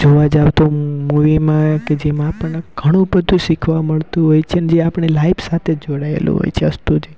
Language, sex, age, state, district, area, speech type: Gujarati, male, 18-30, Gujarat, Rajkot, rural, spontaneous